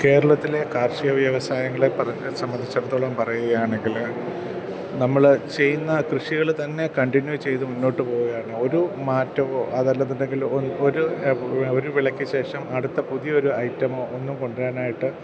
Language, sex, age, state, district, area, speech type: Malayalam, male, 45-60, Kerala, Kottayam, urban, spontaneous